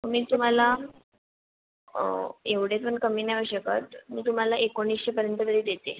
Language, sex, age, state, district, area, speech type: Marathi, female, 18-30, Maharashtra, Mumbai Suburban, urban, conversation